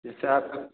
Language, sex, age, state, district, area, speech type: Hindi, male, 45-60, Uttar Pradesh, Ayodhya, rural, conversation